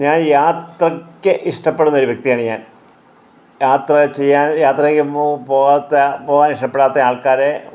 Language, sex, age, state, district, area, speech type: Malayalam, male, 60+, Kerala, Kottayam, rural, spontaneous